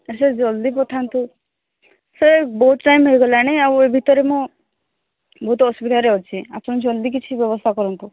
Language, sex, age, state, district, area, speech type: Odia, female, 30-45, Odisha, Sambalpur, rural, conversation